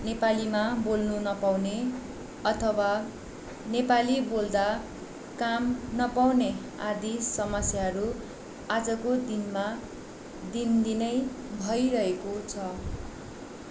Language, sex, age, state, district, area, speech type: Nepali, female, 18-30, West Bengal, Darjeeling, rural, spontaneous